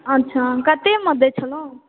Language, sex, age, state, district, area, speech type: Maithili, male, 30-45, Bihar, Supaul, rural, conversation